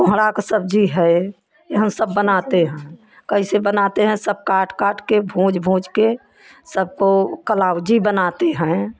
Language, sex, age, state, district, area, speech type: Hindi, female, 60+, Uttar Pradesh, Prayagraj, urban, spontaneous